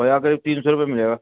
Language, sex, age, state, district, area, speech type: Urdu, male, 60+, Delhi, North East Delhi, urban, conversation